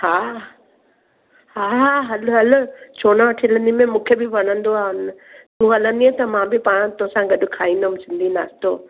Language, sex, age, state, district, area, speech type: Sindhi, female, 60+, Maharashtra, Mumbai Suburban, urban, conversation